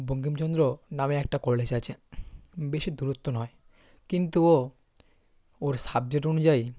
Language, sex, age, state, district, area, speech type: Bengali, male, 18-30, West Bengal, South 24 Parganas, rural, spontaneous